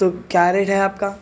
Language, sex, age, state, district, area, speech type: Urdu, male, 45-60, Telangana, Hyderabad, urban, spontaneous